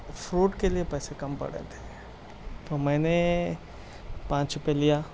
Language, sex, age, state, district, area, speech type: Urdu, male, 30-45, Telangana, Hyderabad, urban, spontaneous